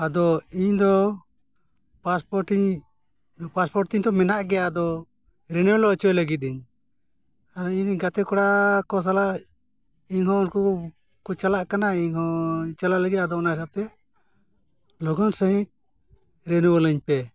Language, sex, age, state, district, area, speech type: Santali, male, 60+, Jharkhand, Bokaro, rural, spontaneous